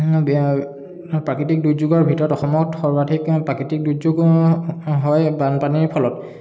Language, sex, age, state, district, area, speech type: Assamese, male, 18-30, Assam, Charaideo, urban, spontaneous